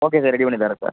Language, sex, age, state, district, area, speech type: Tamil, male, 18-30, Tamil Nadu, Sivaganga, rural, conversation